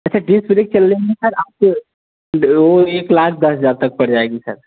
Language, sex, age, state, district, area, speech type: Hindi, male, 18-30, Uttar Pradesh, Jaunpur, rural, conversation